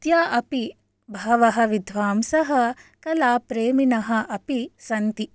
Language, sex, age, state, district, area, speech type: Sanskrit, female, 18-30, Karnataka, Shimoga, urban, spontaneous